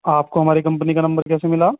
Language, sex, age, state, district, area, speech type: Urdu, male, 30-45, Uttar Pradesh, Muzaffarnagar, urban, conversation